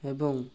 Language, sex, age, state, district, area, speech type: Odia, male, 18-30, Odisha, Balasore, rural, spontaneous